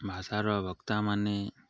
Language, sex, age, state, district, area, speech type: Odia, male, 18-30, Odisha, Nuapada, urban, spontaneous